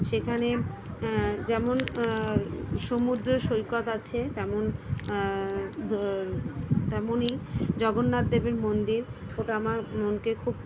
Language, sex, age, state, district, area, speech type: Bengali, female, 30-45, West Bengal, Kolkata, urban, spontaneous